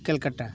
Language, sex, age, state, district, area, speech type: Santali, male, 45-60, West Bengal, Paschim Bardhaman, urban, spontaneous